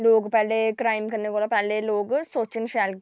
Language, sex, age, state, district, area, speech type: Dogri, female, 18-30, Jammu and Kashmir, Jammu, rural, spontaneous